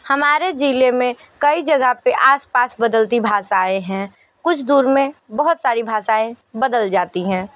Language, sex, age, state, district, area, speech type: Hindi, female, 45-60, Uttar Pradesh, Sonbhadra, rural, spontaneous